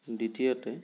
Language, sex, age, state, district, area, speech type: Assamese, male, 30-45, Assam, Sonitpur, rural, spontaneous